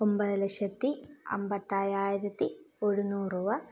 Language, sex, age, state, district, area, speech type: Malayalam, female, 18-30, Kerala, Kottayam, rural, spontaneous